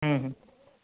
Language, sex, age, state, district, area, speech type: Bengali, male, 60+, West Bengal, Nadia, rural, conversation